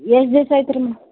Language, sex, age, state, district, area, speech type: Kannada, female, 18-30, Karnataka, Gulbarga, urban, conversation